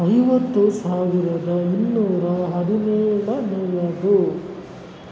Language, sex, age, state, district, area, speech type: Kannada, male, 45-60, Karnataka, Kolar, rural, read